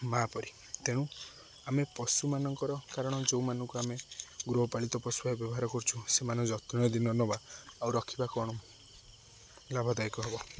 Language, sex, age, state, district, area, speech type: Odia, male, 18-30, Odisha, Jagatsinghpur, rural, spontaneous